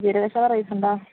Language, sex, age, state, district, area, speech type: Malayalam, female, 30-45, Kerala, Palakkad, urban, conversation